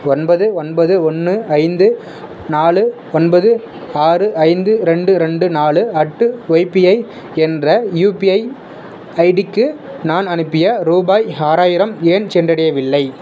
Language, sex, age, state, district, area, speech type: Tamil, male, 30-45, Tamil Nadu, Dharmapuri, rural, read